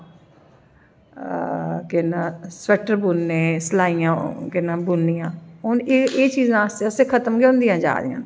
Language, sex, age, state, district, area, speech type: Dogri, female, 45-60, Jammu and Kashmir, Jammu, urban, spontaneous